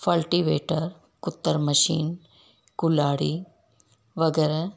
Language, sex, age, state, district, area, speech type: Sindhi, female, 45-60, Rajasthan, Ajmer, urban, spontaneous